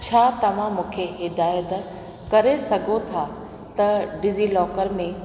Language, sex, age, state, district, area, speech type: Sindhi, female, 45-60, Rajasthan, Ajmer, urban, read